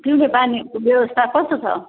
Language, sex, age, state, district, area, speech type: Nepali, female, 45-60, West Bengal, Jalpaiguri, urban, conversation